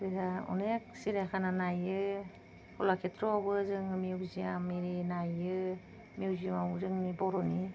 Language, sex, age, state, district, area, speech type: Bodo, female, 45-60, Assam, Kokrajhar, urban, spontaneous